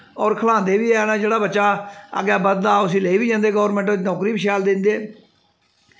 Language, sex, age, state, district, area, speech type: Dogri, male, 45-60, Jammu and Kashmir, Samba, rural, spontaneous